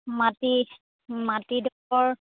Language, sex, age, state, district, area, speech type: Assamese, female, 30-45, Assam, Dibrugarh, urban, conversation